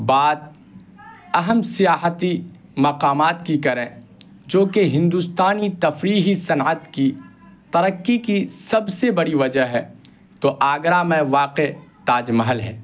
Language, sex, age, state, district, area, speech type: Urdu, male, 18-30, Bihar, Purnia, rural, spontaneous